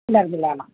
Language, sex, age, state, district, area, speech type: Sanskrit, female, 60+, Kerala, Kannur, urban, conversation